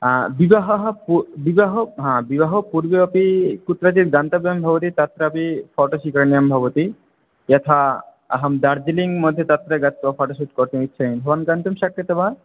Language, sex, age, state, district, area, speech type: Sanskrit, male, 18-30, West Bengal, South 24 Parganas, rural, conversation